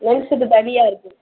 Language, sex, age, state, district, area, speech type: Tamil, female, 18-30, Tamil Nadu, Madurai, urban, conversation